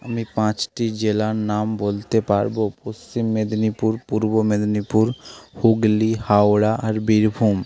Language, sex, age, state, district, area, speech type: Bengali, male, 30-45, West Bengal, Hooghly, urban, spontaneous